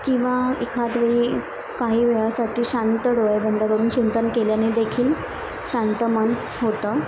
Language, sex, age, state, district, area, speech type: Marathi, female, 18-30, Maharashtra, Mumbai Suburban, urban, spontaneous